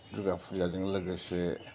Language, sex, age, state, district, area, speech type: Bodo, male, 60+, Assam, Udalguri, urban, spontaneous